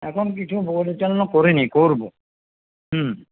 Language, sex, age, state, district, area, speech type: Bengali, male, 60+, West Bengal, Paschim Bardhaman, rural, conversation